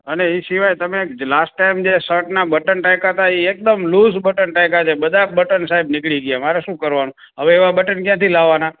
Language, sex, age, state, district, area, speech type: Gujarati, male, 45-60, Gujarat, Morbi, urban, conversation